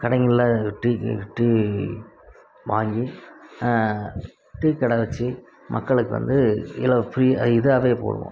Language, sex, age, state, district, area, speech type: Tamil, male, 45-60, Tamil Nadu, Krishnagiri, rural, spontaneous